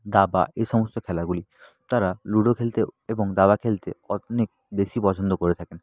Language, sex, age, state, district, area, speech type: Bengali, male, 18-30, West Bengal, South 24 Parganas, rural, spontaneous